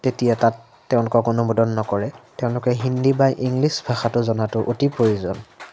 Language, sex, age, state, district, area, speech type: Assamese, male, 18-30, Assam, Majuli, urban, spontaneous